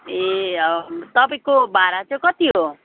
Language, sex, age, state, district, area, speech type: Nepali, female, 30-45, West Bengal, Kalimpong, rural, conversation